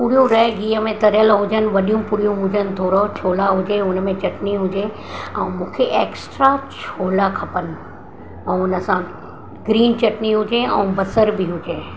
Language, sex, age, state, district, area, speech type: Sindhi, female, 60+, Maharashtra, Mumbai Suburban, urban, spontaneous